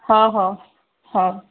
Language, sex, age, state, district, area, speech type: Marathi, female, 30-45, Maharashtra, Yavatmal, rural, conversation